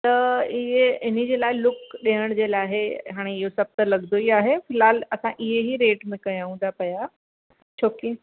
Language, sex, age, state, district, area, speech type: Sindhi, female, 30-45, Uttar Pradesh, Lucknow, urban, conversation